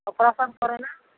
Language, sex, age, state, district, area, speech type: Santali, female, 45-60, West Bengal, Uttar Dinajpur, rural, conversation